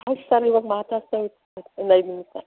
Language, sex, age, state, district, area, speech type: Kannada, female, 60+, Karnataka, Mandya, rural, conversation